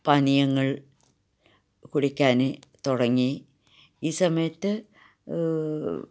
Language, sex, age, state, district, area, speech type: Malayalam, female, 60+, Kerala, Kasaragod, rural, spontaneous